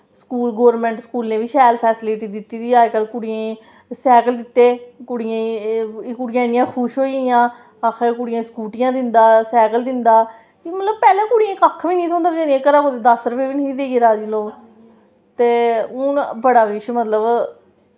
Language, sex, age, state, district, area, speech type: Dogri, female, 30-45, Jammu and Kashmir, Samba, rural, spontaneous